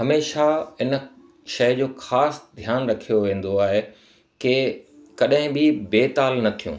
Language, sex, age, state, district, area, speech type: Sindhi, male, 45-60, Gujarat, Kutch, rural, spontaneous